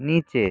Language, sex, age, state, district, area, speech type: Bengali, male, 30-45, West Bengal, Nadia, rural, read